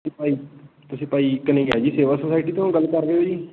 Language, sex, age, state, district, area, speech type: Punjabi, male, 18-30, Punjab, Patiala, rural, conversation